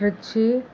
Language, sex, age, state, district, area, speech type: Tamil, female, 18-30, Tamil Nadu, Tiruvarur, rural, spontaneous